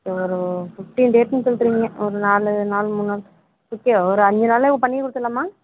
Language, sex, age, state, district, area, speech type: Tamil, female, 30-45, Tamil Nadu, Mayiladuthurai, urban, conversation